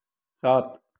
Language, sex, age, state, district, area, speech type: Hindi, male, 30-45, Madhya Pradesh, Ujjain, rural, read